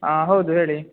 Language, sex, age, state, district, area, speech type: Kannada, male, 18-30, Karnataka, Uttara Kannada, rural, conversation